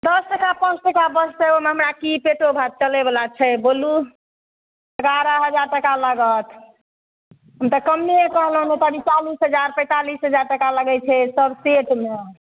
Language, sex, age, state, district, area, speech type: Maithili, female, 60+, Bihar, Madhepura, urban, conversation